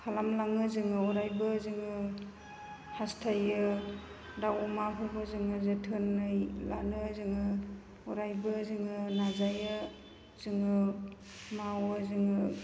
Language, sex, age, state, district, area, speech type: Bodo, female, 45-60, Assam, Chirang, rural, spontaneous